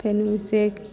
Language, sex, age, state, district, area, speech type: Maithili, female, 18-30, Bihar, Samastipur, rural, spontaneous